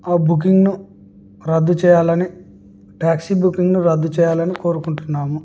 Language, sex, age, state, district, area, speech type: Telugu, male, 18-30, Andhra Pradesh, Kurnool, urban, spontaneous